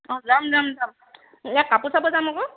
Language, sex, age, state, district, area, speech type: Assamese, female, 30-45, Assam, Dhemaji, rural, conversation